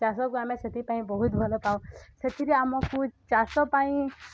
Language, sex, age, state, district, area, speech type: Odia, female, 18-30, Odisha, Balangir, urban, spontaneous